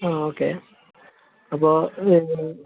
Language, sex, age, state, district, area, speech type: Malayalam, male, 18-30, Kerala, Thrissur, rural, conversation